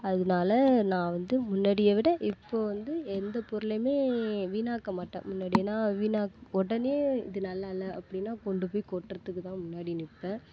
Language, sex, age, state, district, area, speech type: Tamil, female, 18-30, Tamil Nadu, Nagapattinam, rural, spontaneous